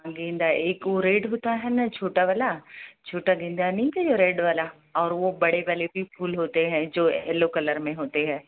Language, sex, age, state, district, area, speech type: Hindi, female, 60+, Madhya Pradesh, Balaghat, rural, conversation